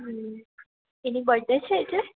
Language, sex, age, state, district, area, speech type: Gujarati, female, 18-30, Gujarat, Surat, urban, conversation